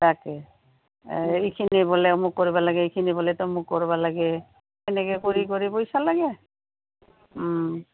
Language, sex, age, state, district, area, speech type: Assamese, female, 60+, Assam, Goalpara, rural, conversation